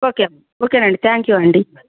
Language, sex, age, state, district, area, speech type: Telugu, female, 45-60, Andhra Pradesh, Guntur, urban, conversation